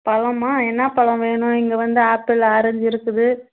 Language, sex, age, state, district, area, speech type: Tamil, female, 30-45, Tamil Nadu, Tirupattur, rural, conversation